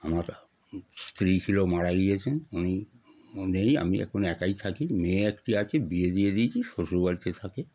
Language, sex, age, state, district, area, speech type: Bengali, male, 60+, West Bengal, Darjeeling, rural, spontaneous